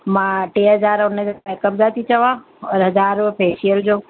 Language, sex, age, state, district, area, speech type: Sindhi, female, 45-60, Delhi, South Delhi, urban, conversation